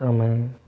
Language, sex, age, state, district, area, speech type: Hindi, male, 45-60, Rajasthan, Jodhpur, urban, read